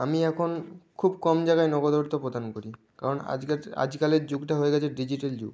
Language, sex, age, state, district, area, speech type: Bengali, male, 18-30, West Bengal, Nadia, rural, spontaneous